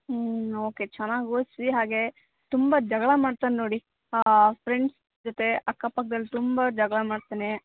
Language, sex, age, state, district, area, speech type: Kannada, female, 18-30, Karnataka, Davanagere, rural, conversation